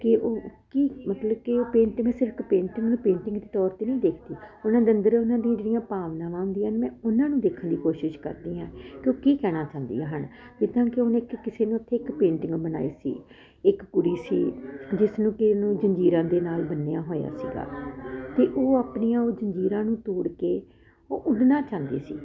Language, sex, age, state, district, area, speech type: Punjabi, female, 45-60, Punjab, Ludhiana, urban, spontaneous